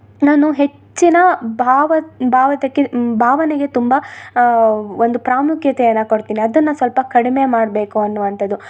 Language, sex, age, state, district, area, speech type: Kannada, female, 18-30, Karnataka, Chikkamagaluru, rural, spontaneous